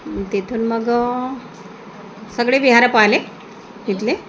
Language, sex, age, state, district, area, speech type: Marathi, female, 45-60, Maharashtra, Nagpur, rural, spontaneous